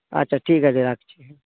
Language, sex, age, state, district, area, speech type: Bengali, male, 45-60, West Bengal, South 24 Parganas, rural, conversation